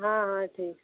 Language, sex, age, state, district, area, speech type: Hindi, female, 60+, Uttar Pradesh, Mau, rural, conversation